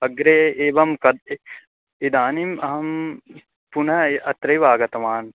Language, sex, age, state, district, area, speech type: Sanskrit, male, 18-30, Madhya Pradesh, Katni, rural, conversation